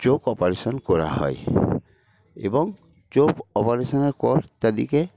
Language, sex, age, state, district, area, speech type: Bengali, male, 60+, West Bengal, Paschim Medinipur, rural, spontaneous